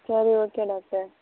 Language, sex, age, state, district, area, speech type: Tamil, female, 60+, Tamil Nadu, Tiruvarur, urban, conversation